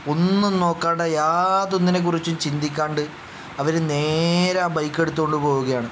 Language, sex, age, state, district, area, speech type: Malayalam, male, 45-60, Kerala, Palakkad, rural, spontaneous